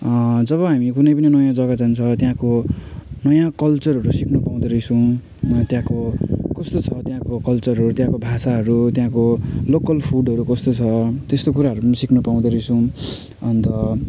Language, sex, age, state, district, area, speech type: Nepali, male, 30-45, West Bengal, Jalpaiguri, urban, spontaneous